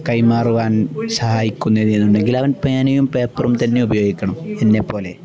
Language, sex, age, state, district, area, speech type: Malayalam, male, 18-30, Kerala, Kozhikode, rural, spontaneous